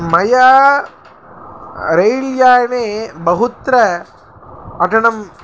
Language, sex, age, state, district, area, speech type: Sanskrit, male, 18-30, Tamil Nadu, Chennai, rural, spontaneous